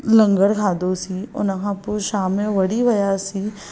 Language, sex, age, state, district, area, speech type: Sindhi, female, 18-30, Maharashtra, Thane, urban, spontaneous